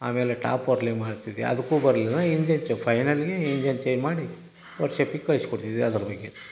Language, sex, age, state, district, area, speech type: Kannada, male, 60+, Karnataka, Gadag, rural, spontaneous